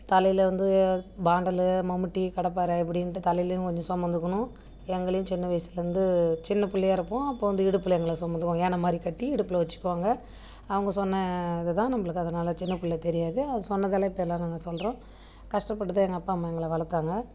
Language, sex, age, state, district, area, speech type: Tamil, female, 30-45, Tamil Nadu, Kallakurichi, rural, spontaneous